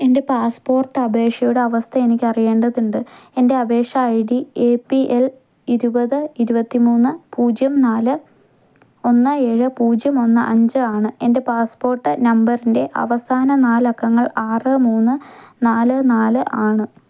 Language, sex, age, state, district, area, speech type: Malayalam, female, 18-30, Kerala, Idukki, rural, read